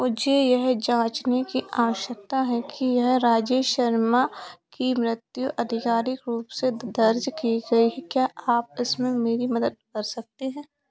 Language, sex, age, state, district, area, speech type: Hindi, female, 18-30, Madhya Pradesh, Narsinghpur, rural, read